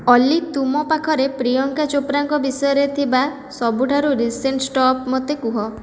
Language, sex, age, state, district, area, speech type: Odia, female, 18-30, Odisha, Khordha, rural, read